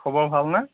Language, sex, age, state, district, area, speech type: Assamese, male, 30-45, Assam, Majuli, urban, conversation